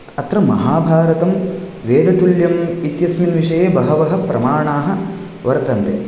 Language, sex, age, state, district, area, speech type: Sanskrit, male, 18-30, Karnataka, Raichur, urban, spontaneous